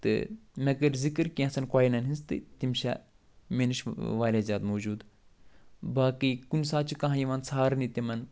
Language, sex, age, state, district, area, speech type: Kashmiri, male, 45-60, Jammu and Kashmir, Ganderbal, urban, spontaneous